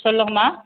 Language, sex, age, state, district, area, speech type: Tamil, female, 45-60, Tamil Nadu, Tiruvannamalai, urban, conversation